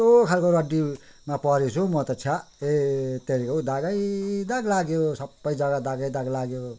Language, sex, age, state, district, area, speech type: Nepali, male, 60+, West Bengal, Kalimpong, rural, spontaneous